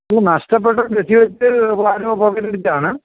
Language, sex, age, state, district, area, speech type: Malayalam, male, 45-60, Kerala, Alappuzha, urban, conversation